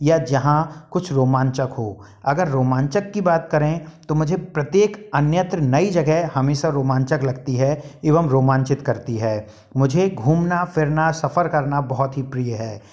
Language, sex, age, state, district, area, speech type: Hindi, male, 30-45, Madhya Pradesh, Jabalpur, urban, spontaneous